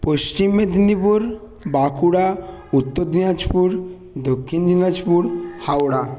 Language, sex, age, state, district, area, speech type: Bengali, male, 30-45, West Bengal, Bankura, urban, spontaneous